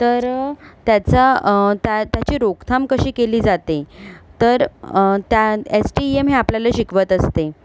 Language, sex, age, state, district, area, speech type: Marathi, female, 30-45, Maharashtra, Nagpur, urban, spontaneous